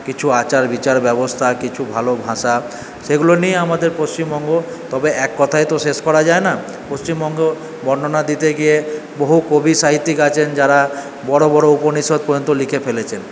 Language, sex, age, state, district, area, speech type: Bengali, male, 30-45, West Bengal, Purba Bardhaman, urban, spontaneous